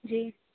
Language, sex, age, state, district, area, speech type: Urdu, female, 18-30, Bihar, Saharsa, rural, conversation